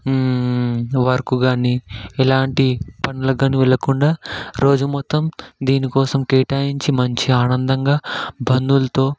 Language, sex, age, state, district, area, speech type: Telugu, male, 18-30, Telangana, Hyderabad, urban, spontaneous